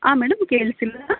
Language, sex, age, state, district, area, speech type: Kannada, female, 30-45, Karnataka, Mandya, urban, conversation